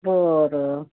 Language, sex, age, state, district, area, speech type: Marathi, female, 30-45, Maharashtra, Wardha, rural, conversation